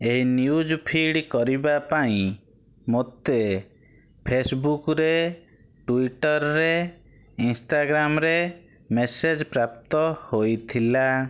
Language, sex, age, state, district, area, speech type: Odia, male, 30-45, Odisha, Bhadrak, rural, spontaneous